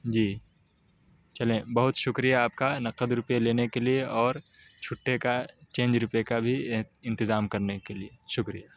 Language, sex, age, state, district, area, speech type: Urdu, male, 18-30, Delhi, North West Delhi, urban, spontaneous